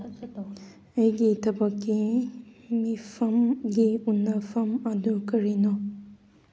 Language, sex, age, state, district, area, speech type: Manipuri, female, 18-30, Manipur, Kangpokpi, urban, read